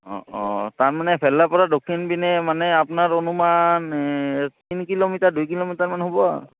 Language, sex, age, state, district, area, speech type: Assamese, male, 30-45, Assam, Barpeta, rural, conversation